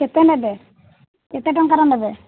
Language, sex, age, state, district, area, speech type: Odia, female, 45-60, Odisha, Sundergarh, rural, conversation